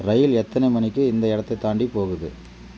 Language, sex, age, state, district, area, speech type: Tamil, male, 30-45, Tamil Nadu, Dharmapuri, rural, read